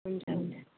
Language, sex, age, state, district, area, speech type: Nepali, female, 18-30, West Bengal, Darjeeling, rural, conversation